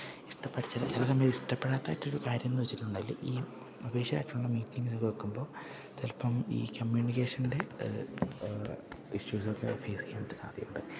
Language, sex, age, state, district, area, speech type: Malayalam, male, 18-30, Kerala, Idukki, rural, spontaneous